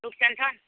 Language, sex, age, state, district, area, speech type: Maithili, female, 18-30, Bihar, Purnia, rural, conversation